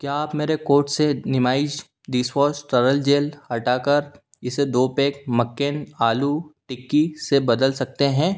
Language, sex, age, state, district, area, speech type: Hindi, male, 18-30, Madhya Pradesh, Indore, urban, read